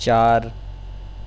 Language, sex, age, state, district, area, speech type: Urdu, male, 18-30, Uttar Pradesh, Shahjahanpur, urban, read